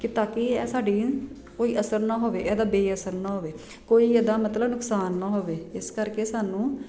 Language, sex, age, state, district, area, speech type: Punjabi, female, 30-45, Punjab, Jalandhar, urban, spontaneous